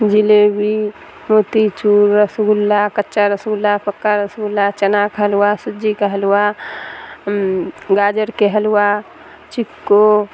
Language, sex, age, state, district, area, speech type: Urdu, female, 60+, Bihar, Darbhanga, rural, spontaneous